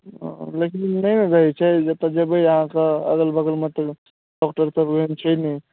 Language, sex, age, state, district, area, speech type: Maithili, male, 45-60, Bihar, Madhubani, urban, conversation